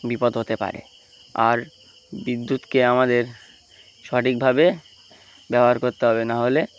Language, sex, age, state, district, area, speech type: Bengali, male, 18-30, West Bengal, Uttar Dinajpur, urban, spontaneous